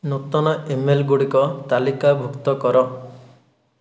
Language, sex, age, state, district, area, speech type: Odia, male, 18-30, Odisha, Rayagada, urban, read